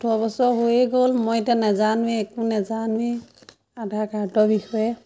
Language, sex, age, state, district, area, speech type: Assamese, female, 30-45, Assam, Majuli, urban, spontaneous